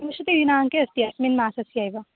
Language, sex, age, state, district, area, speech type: Sanskrit, female, 18-30, Maharashtra, Sindhudurg, rural, conversation